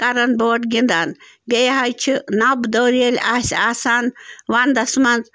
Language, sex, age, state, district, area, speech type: Kashmiri, female, 30-45, Jammu and Kashmir, Bandipora, rural, spontaneous